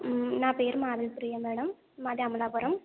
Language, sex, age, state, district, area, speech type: Telugu, female, 30-45, Andhra Pradesh, Konaseema, urban, conversation